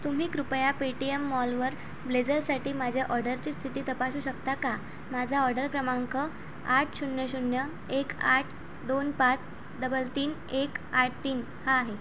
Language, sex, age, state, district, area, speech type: Marathi, female, 18-30, Maharashtra, Amravati, rural, read